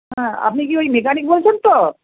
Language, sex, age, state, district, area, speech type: Bengali, female, 60+, West Bengal, Nadia, rural, conversation